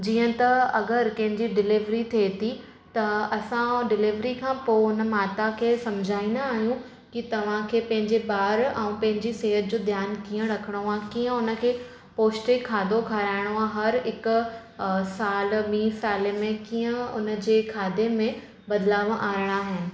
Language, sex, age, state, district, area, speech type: Sindhi, female, 18-30, Maharashtra, Thane, urban, spontaneous